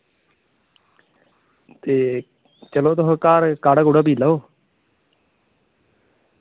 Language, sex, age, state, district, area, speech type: Dogri, male, 18-30, Jammu and Kashmir, Samba, urban, conversation